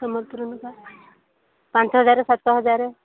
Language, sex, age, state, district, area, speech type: Odia, female, 60+, Odisha, Angul, rural, conversation